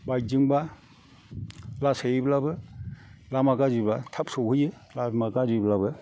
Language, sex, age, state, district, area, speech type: Bodo, male, 45-60, Assam, Kokrajhar, rural, spontaneous